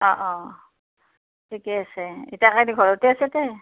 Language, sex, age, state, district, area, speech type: Assamese, female, 45-60, Assam, Nalbari, rural, conversation